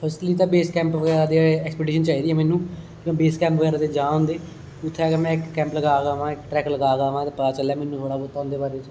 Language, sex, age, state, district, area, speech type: Dogri, male, 30-45, Jammu and Kashmir, Kathua, rural, spontaneous